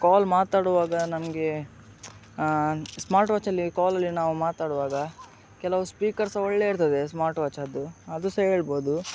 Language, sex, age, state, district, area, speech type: Kannada, male, 18-30, Karnataka, Udupi, rural, spontaneous